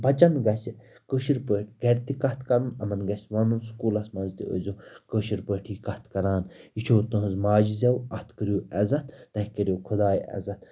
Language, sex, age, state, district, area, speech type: Kashmiri, male, 18-30, Jammu and Kashmir, Baramulla, rural, spontaneous